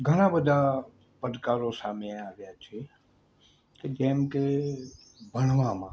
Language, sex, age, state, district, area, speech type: Gujarati, male, 60+, Gujarat, Morbi, rural, spontaneous